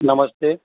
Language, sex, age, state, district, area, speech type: Gujarati, male, 60+, Gujarat, Surat, urban, conversation